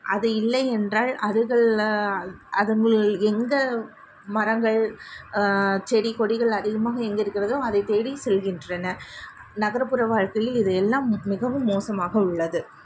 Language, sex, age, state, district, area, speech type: Tamil, female, 30-45, Tamil Nadu, Tiruvallur, urban, spontaneous